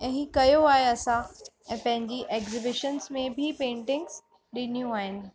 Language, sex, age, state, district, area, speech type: Sindhi, female, 45-60, Uttar Pradesh, Lucknow, rural, spontaneous